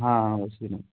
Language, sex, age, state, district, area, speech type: Hindi, male, 18-30, Madhya Pradesh, Gwalior, rural, conversation